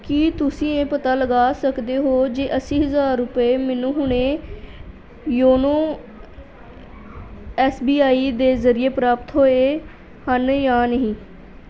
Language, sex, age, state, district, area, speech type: Punjabi, female, 18-30, Punjab, Pathankot, urban, read